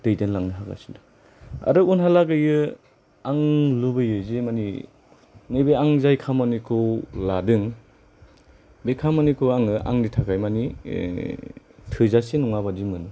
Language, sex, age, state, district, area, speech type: Bodo, male, 30-45, Assam, Kokrajhar, rural, spontaneous